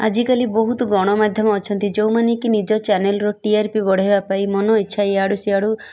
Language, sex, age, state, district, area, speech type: Odia, female, 30-45, Odisha, Malkangiri, urban, spontaneous